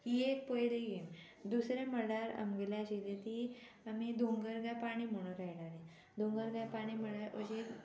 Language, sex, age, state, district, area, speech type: Goan Konkani, female, 18-30, Goa, Murmgao, rural, spontaneous